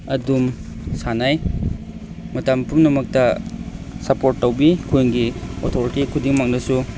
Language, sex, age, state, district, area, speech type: Manipuri, male, 30-45, Manipur, Chandel, rural, spontaneous